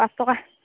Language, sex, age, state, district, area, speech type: Assamese, female, 30-45, Assam, Dhemaji, urban, conversation